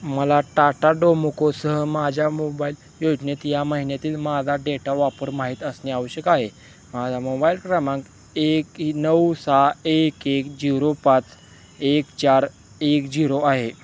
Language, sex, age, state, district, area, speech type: Marathi, male, 18-30, Maharashtra, Sangli, rural, read